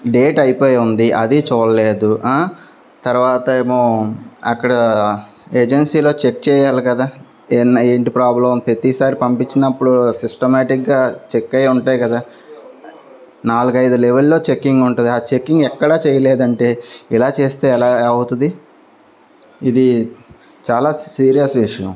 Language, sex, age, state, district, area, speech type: Telugu, male, 30-45, Andhra Pradesh, Anakapalli, rural, spontaneous